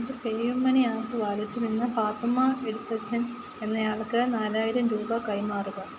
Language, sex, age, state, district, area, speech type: Malayalam, female, 30-45, Kerala, Alappuzha, rural, read